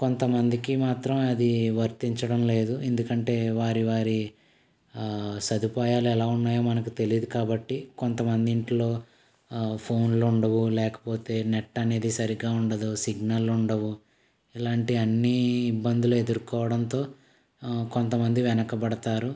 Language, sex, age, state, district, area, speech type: Telugu, male, 18-30, Andhra Pradesh, Konaseema, rural, spontaneous